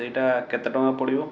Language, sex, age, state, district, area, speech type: Odia, male, 45-60, Odisha, Balasore, rural, spontaneous